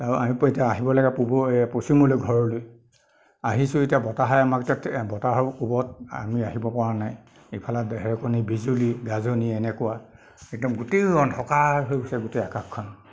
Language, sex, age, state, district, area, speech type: Assamese, male, 30-45, Assam, Nagaon, rural, spontaneous